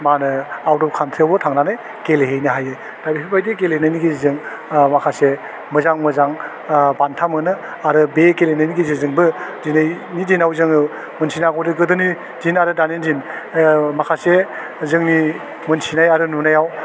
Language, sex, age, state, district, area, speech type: Bodo, male, 45-60, Assam, Chirang, rural, spontaneous